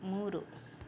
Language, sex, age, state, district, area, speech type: Kannada, female, 60+, Karnataka, Bangalore Urban, rural, read